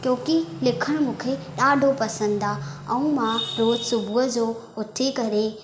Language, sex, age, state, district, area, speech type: Sindhi, female, 18-30, Madhya Pradesh, Katni, rural, spontaneous